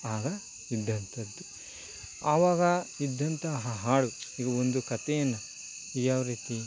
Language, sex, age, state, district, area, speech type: Kannada, male, 18-30, Karnataka, Chamarajanagar, rural, spontaneous